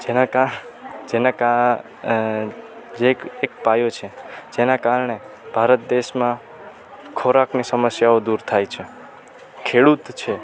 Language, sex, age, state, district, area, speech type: Gujarati, male, 18-30, Gujarat, Rajkot, rural, spontaneous